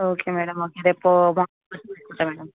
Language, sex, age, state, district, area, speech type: Telugu, female, 18-30, Telangana, Ranga Reddy, rural, conversation